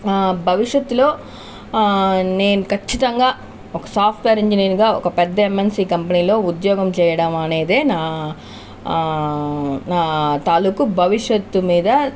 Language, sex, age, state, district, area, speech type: Telugu, female, 30-45, Andhra Pradesh, Sri Balaji, rural, spontaneous